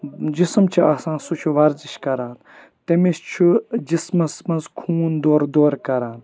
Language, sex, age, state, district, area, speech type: Kashmiri, male, 18-30, Jammu and Kashmir, Budgam, rural, spontaneous